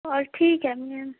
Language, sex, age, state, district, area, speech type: Urdu, female, 18-30, Bihar, Khagaria, rural, conversation